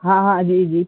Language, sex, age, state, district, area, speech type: Urdu, male, 18-30, Bihar, Saharsa, rural, conversation